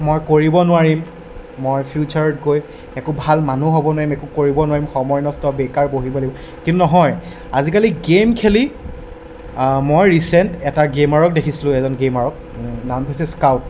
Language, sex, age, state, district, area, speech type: Assamese, male, 18-30, Assam, Darrang, rural, spontaneous